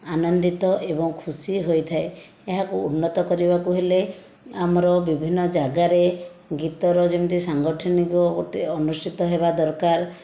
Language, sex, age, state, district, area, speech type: Odia, female, 60+, Odisha, Khordha, rural, spontaneous